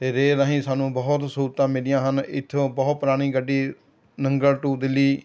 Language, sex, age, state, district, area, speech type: Punjabi, male, 60+, Punjab, Rupnagar, rural, spontaneous